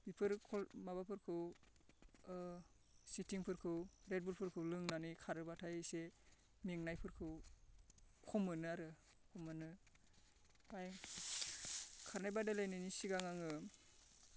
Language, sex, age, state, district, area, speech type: Bodo, male, 18-30, Assam, Baksa, rural, spontaneous